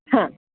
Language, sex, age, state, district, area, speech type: Marathi, female, 60+, Maharashtra, Pune, urban, conversation